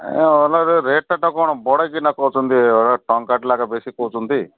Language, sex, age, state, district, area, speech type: Odia, male, 60+, Odisha, Malkangiri, urban, conversation